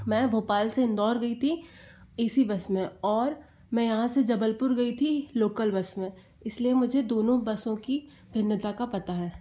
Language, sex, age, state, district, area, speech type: Hindi, female, 45-60, Madhya Pradesh, Bhopal, urban, spontaneous